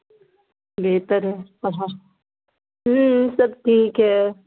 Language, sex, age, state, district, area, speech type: Urdu, female, 45-60, Bihar, Khagaria, rural, conversation